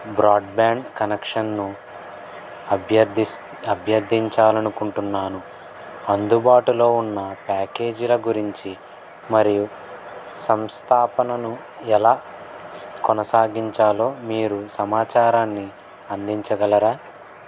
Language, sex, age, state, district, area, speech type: Telugu, male, 18-30, Andhra Pradesh, N T Rama Rao, urban, read